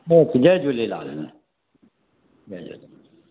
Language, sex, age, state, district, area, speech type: Sindhi, male, 45-60, Gujarat, Surat, urban, conversation